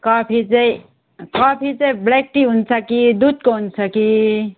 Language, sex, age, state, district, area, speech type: Nepali, female, 60+, West Bengal, Kalimpong, rural, conversation